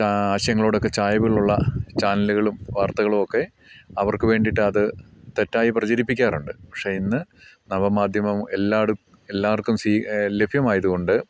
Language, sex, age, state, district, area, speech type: Malayalam, male, 45-60, Kerala, Idukki, rural, spontaneous